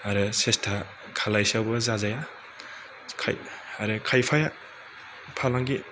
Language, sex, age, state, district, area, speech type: Bodo, male, 45-60, Assam, Kokrajhar, rural, spontaneous